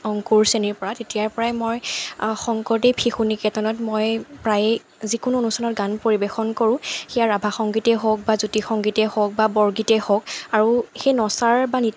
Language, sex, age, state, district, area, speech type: Assamese, female, 18-30, Assam, Jorhat, urban, spontaneous